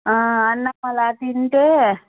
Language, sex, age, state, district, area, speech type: Telugu, female, 18-30, Andhra Pradesh, Annamaya, rural, conversation